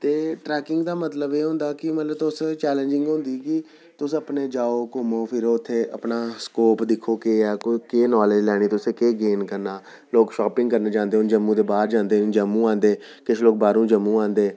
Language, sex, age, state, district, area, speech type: Dogri, male, 30-45, Jammu and Kashmir, Jammu, urban, spontaneous